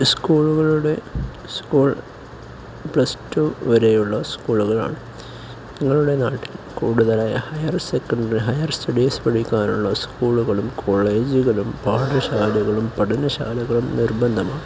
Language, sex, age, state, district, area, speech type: Malayalam, male, 18-30, Kerala, Kozhikode, rural, spontaneous